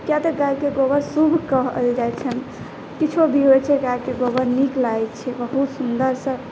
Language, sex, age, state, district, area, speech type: Maithili, female, 18-30, Bihar, Saharsa, rural, spontaneous